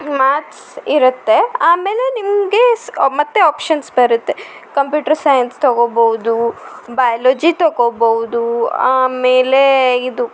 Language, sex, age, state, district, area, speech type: Kannada, female, 30-45, Karnataka, Shimoga, rural, spontaneous